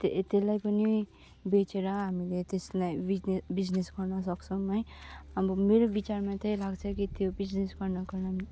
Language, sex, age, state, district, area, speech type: Nepali, female, 18-30, West Bengal, Darjeeling, rural, spontaneous